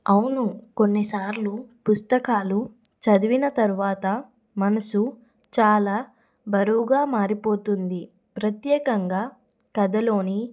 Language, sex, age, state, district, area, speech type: Telugu, female, 30-45, Telangana, Adilabad, rural, spontaneous